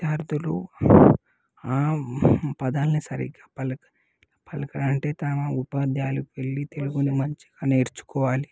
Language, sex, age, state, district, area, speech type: Telugu, male, 18-30, Telangana, Nalgonda, urban, spontaneous